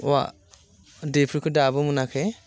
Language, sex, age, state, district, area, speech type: Bodo, male, 18-30, Assam, Udalguri, urban, spontaneous